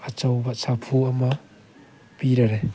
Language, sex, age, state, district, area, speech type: Manipuri, male, 18-30, Manipur, Tengnoupal, rural, spontaneous